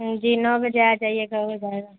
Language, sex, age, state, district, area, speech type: Urdu, female, 18-30, Bihar, Saharsa, rural, conversation